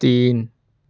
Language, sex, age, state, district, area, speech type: Urdu, male, 18-30, Uttar Pradesh, Ghaziabad, urban, read